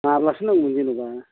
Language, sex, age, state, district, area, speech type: Bodo, male, 45-60, Assam, Kokrajhar, urban, conversation